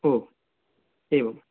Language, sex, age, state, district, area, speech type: Sanskrit, male, 18-30, Karnataka, Dakshina Kannada, rural, conversation